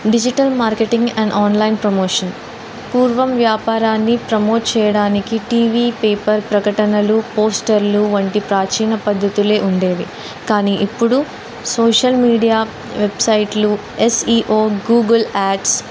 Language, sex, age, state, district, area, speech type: Telugu, female, 18-30, Telangana, Jayashankar, urban, spontaneous